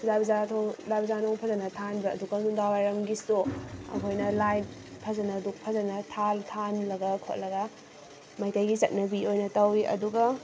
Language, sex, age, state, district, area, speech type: Manipuri, female, 18-30, Manipur, Kakching, rural, spontaneous